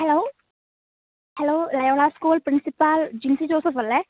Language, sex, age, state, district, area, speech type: Malayalam, female, 18-30, Kerala, Thiruvananthapuram, rural, conversation